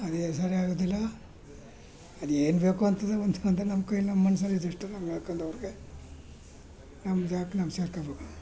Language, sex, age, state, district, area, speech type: Kannada, male, 60+, Karnataka, Mysore, urban, spontaneous